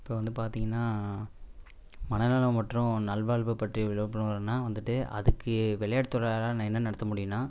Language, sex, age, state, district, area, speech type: Tamil, male, 18-30, Tamil Nadu, Coimbatore, rural, spontaneous